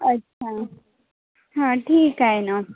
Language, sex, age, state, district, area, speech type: Marathi, female, 18-30, Maharashtra, Nagpur, urban, conversation